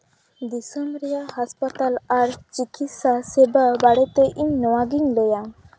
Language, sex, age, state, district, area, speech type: Santali, female, 18-30, West Bengal, Purba Bardhaman, rural, spontaneous